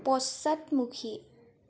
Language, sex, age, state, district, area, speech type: Assamese, female, 18-30, Assam, Tinsukia, urban, read